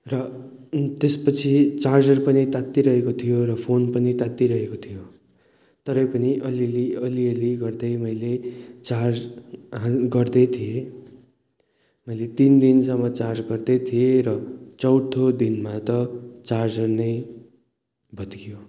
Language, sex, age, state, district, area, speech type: Nepali, male, 30-45, West Bengal, Darjeeling, rural, spontaneous